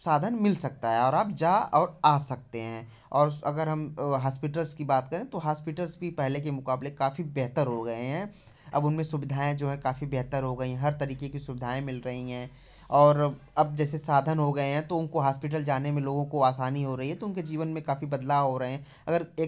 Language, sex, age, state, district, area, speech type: Hindi, male, 18-30, Uttar Pradesh, Prayagraj, urban, spontaneous